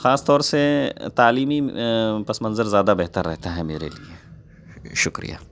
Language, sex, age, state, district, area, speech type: Urdu, male, 30-45, Uttar Pradesh, Lucknow, urban, spontaneous